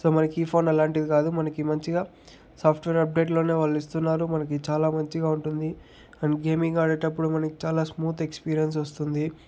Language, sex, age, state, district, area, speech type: Telugu, male, 30-45, Andhra Pradesh, Chittoor, rural, spontaneous